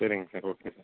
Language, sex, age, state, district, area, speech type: Tamil, male, 18-30, Tamil Nadu, Salem, rural, conversation